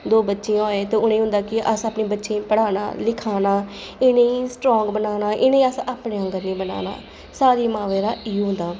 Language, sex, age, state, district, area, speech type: Dogri, female, 30-45, Jammu and Kashmir, Jammu, urban, spontaneous